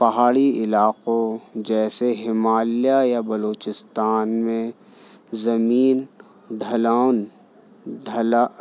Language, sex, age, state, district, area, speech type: Urdu, male, 30-45, Delhi, New Delhi, urban, spontaneous